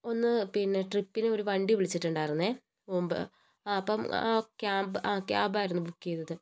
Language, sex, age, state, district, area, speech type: Malayalam, female, 60+, Kerala, Wayanad, rural, spontaneous